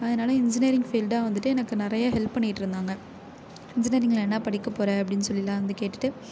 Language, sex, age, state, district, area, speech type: Tamil, female, 30-45, Tamil Nadu, Ariyalur, rural, spontaneous